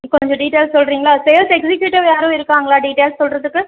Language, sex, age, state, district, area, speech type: Tamil, female, 30-45, Tamil Nadu, Cuddalore, urban, conversation